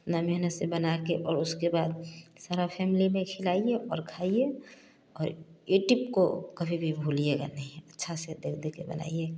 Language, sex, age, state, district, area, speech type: Hindi, female, 45-60, Bihar, Samastipur, rural, spontaneous